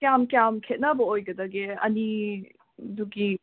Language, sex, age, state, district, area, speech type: Manipuri, other, 45-60, Manipur, Imphal West, urban, conversation